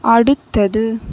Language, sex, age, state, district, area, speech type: Tamil, female, 18-30, Tamil Nadu, Dharmapuri, urban, read